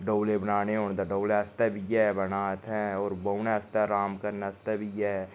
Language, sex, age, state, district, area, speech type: Dogri, male, 30-45, Jammu and Kashmir, Udhampur, rural, spontaneous